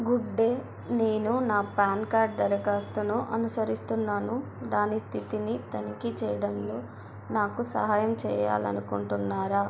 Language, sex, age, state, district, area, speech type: Telugu, female, 18-30, Andhra Pradesh, Nellore, urban, read